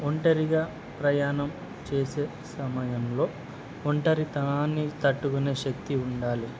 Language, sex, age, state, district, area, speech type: Telugu, male, 18-30, Andhra Pradesh, Nandyal, urban, spontaneous